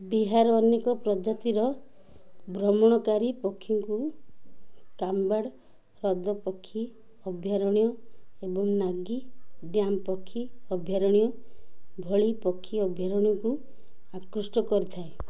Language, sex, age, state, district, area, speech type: Odia, female, 45-60, Odisha, Ganjam, urban, read